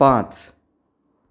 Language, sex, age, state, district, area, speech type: Goan Konkani, male, 30-45, Goa, Canacona, rural, read